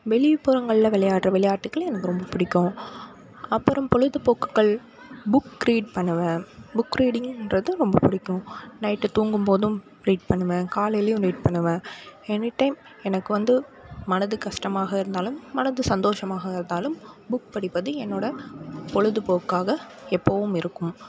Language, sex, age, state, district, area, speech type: Tamil, female, 18-30, Tamil Nadu, Mayiladuthurai, rural, spontaneous